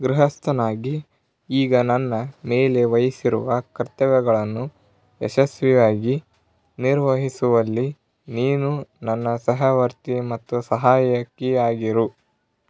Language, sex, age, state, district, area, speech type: Kannada, male, 18-30, Karnataka, Tumkur, rural, read